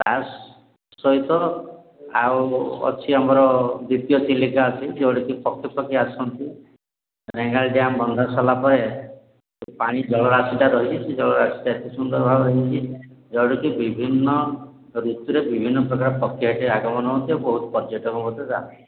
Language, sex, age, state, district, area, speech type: Odia, male, 60+, Odisha, Angul, rural, conversation